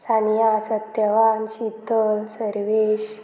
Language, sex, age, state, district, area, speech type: Goan Konkani, female, 18-30, Goa, Murmgao, rural, spontaneous